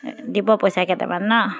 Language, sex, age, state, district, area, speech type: Assamese, female, 45-60, Assam, Biswanath, rural, spontaneous